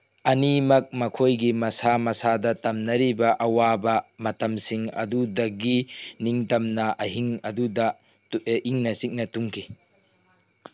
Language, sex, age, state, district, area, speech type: Manipuri, male, 18-30, Manipur, Tengnoupal, rural, read